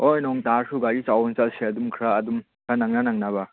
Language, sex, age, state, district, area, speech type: Manipuri, male, 18-30, Manipur, Chandel, rural, conversation